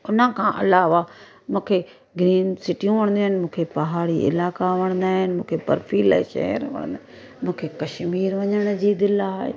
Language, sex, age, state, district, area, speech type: Sindhi, female, 45-60, Gujarat, Surat, urban, spontaneous